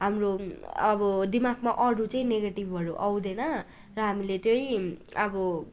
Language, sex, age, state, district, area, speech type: Nepali, female, 18-30, West Bengal, Darjeeling, rural, spontaneous